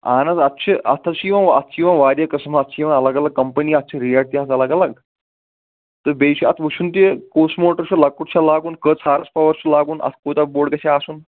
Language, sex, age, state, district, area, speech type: Kashmiri, male, 18-30, Jammu and Kashmir, Shopian, rural, conversation